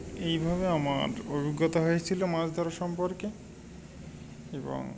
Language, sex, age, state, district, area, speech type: Bengali, male, 45-60, West Bengal, Birbhum, urban, spontaneous